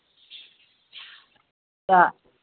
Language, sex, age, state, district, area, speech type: Manipuri, female, 60+, Manipur, Kangpokpi, urban, conversation